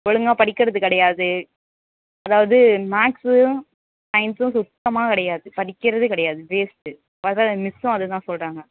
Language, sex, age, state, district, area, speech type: Tamil, female, 18-30, Tamil Nadu, Thanjavur, rural, conversation